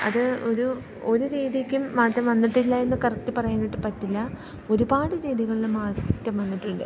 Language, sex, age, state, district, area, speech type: Malayalam, female, 18-30, Kerala, Idukki, rural, spontaneous